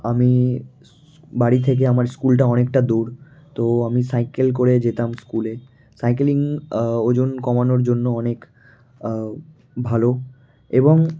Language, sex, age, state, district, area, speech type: Bengali, male, 18-30, West Bengal, Malda, rural, spontaneous